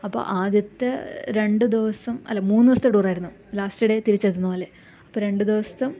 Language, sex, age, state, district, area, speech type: Malayalam, female, 18-30, Kerala, Kasaragod, rural, spontaneous